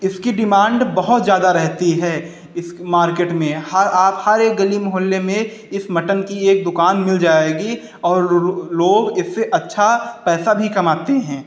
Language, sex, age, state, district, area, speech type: Hindi, male, 30-45, Uttar Pradesh, Hardoi, rural, spontaneous